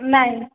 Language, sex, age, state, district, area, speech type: Odia, female, 30-45, Odisha, Khordha, rural, conversation